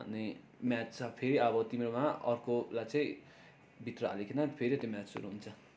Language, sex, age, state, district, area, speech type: Nepali, male, 30-45, West Bengal, Darjeeling, rural, spontaneous